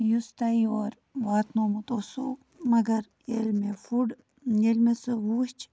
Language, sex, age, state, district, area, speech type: Kashmiri, female, 30-45, Jammu and Kashmir, Budgam, rural, spontaneous